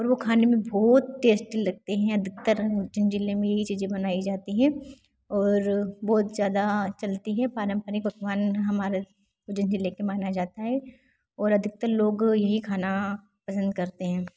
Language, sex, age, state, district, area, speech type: Hindi, female, 18-30, Madhya Pradesh, Ujjain, rural, spontaneous